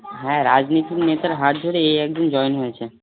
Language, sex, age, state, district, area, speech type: Bengali, male, 18-30, West Bengal, Uttar Dinajpur, urban, conversation